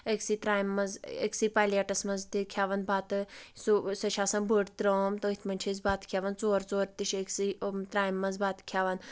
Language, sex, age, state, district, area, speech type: Kashmiri, female, 45-60, Jammu and Kashmir, Anantnag, rural, spontaneous